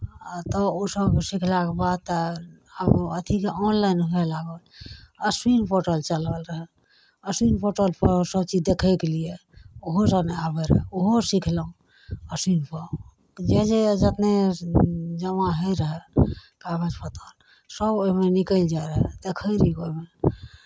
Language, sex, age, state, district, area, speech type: Maithili, female, 30-45, Bihar, Araria, rural, spontaneous